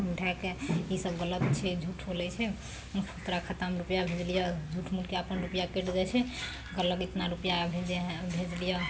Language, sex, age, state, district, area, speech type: Maithili, female, 30-45, Bihar, Araria, rural, spontaneous